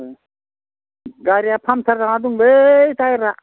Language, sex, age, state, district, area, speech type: Bodo, male, 45-60, Assam, Udalguri, rural, conversation